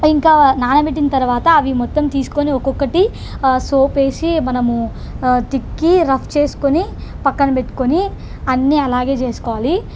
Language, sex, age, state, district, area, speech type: Telugu, female, 18-30, Andhra Pradesh, Krishna, urban, spontaneous